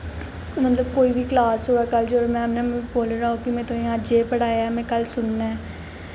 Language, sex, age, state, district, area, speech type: Dogri, female, 18-30, Jammu and Kashmir, Jammu, urban, spontaneous